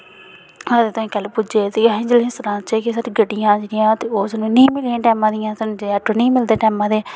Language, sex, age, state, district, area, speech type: Dogri, female, 18-30, Jammu and Kashmir, Samba, rural, spontaneous